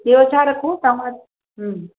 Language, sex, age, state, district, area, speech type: Sindhi, female, 30-45, Maharashtra, Mumbai Suburban, urban, conversation